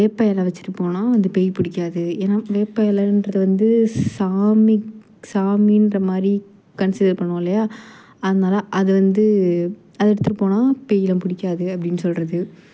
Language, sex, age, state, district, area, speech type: Tamil, female, 18-30, Tamil Nadu, Perambalur, urban, spontaneous